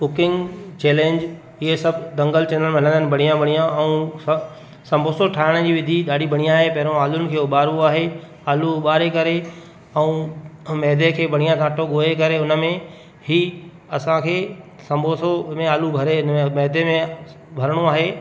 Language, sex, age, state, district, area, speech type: Sindhi, male, 30-45, Madhya Pradesh, Katni, urban, spontaneous